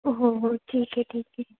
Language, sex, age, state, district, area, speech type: Marathi, female, 18-30, Maharashtra, Ahmednagar, rural, conversation